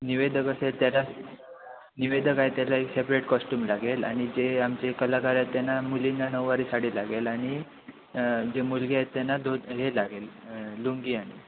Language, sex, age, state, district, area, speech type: Marathi, male, 18-30, Maharashtra, Sindhudurg, rural, conversation